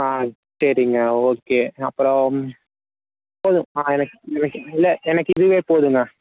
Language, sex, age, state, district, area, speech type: Tamil, male, 18-30, Tamil Nadu, Tiruvarur, urban, conversation